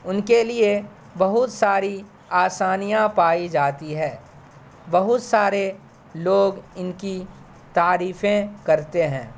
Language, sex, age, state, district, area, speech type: Urdu, male, 18-30, Bihar, Saharsa, rural, spontaneous